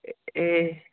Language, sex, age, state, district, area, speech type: Assamese, male, 18-30, Assam, Dibrugarh, urban, conversation